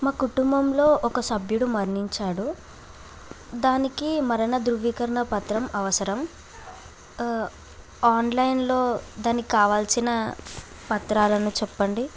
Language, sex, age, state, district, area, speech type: Telugu, female, 18-30, Telangana, Bhadradri Kothagudem, rural, spontaneous